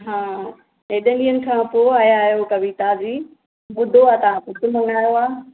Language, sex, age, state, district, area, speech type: Sindhi, female, 45-60, Maharashtra, Mumbai Suburban, urban, conversation